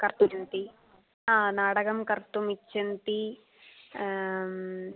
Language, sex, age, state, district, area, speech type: Sanskrit, female, 18-30, Kerala, Kollam, rural, conversation